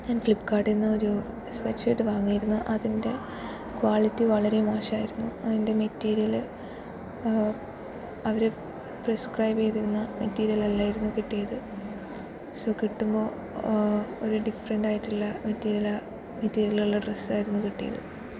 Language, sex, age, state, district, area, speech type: Malayalam, female, 18-30, Kerala, Palakkad, rural, spontaneous